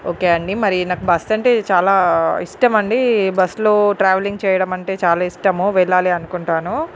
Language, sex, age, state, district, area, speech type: Telugu, female, 45-60, Andhra Pradesh, Srikakulam, urban, spontaneous